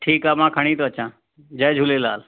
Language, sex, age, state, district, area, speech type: Sindhi, male, 45-60, Delhi, South Delhi, urban, conversation